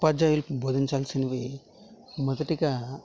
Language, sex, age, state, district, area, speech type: Telugu, male, 30-45, Andhra Pradesh, Vizianagaram, rural, spontaneous